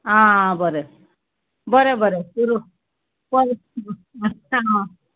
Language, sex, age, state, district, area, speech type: Goan Konkani, female, 45-60, Goa, Ponda, rural, conversation